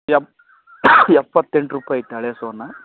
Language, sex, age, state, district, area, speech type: Kannada, male, 45-60, Karnataka, Raichur, rural, conversation